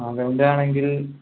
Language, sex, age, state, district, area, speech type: Malayalam, male, 18-30, Kerala, Kozhikode, rural, conversation